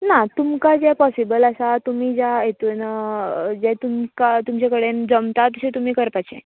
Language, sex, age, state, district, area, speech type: Goan Konkani, female, 18-30, Goa, Canacona, rural, conversation